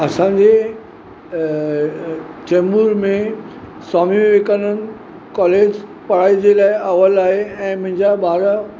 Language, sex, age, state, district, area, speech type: Sindhi, male, 45-60, Maharashtra, Mumbai Suburban, urban, spontaneous